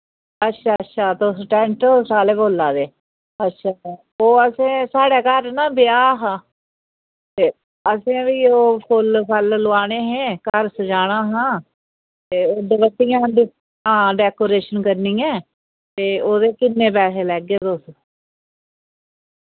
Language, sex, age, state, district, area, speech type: Dogri, female, 60+, Jammu and Kashmir, Reasi, rural, conversation